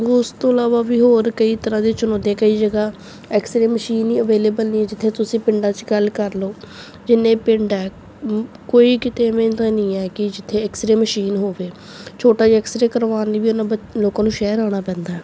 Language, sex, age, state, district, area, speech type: Punjabi, female, 18-30, Punjab, Gurdaspur, urban, spontaneous